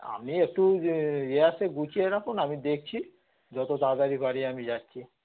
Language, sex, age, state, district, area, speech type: Bengali, male, 30-45, West Bengal, Darjeeling, rural, conversation